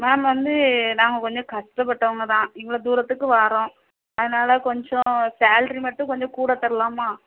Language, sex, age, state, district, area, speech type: Tamil, female, 30-45, Tamil Nadu, Thoothukudi, urban, conversation